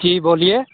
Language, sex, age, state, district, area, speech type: Hindi, male, 30-45, Bihar, Muzaffarpur, rural, conversation